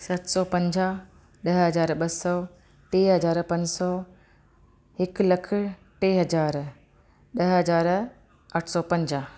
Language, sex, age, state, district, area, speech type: Sindhi, female, 45-60, Rajasthan, Ajmer, urban, spontaneous